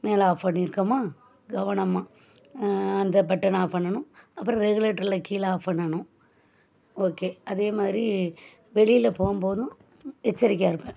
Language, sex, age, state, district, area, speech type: Tamil, female, 45-60, Tamil Nadu, Thoothukudi, rural, spontaneous